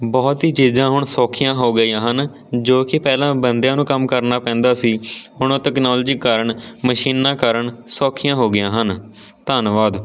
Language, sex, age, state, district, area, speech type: Punjabi, male, 18-30, Punjab, Patiala, rural, spontaneous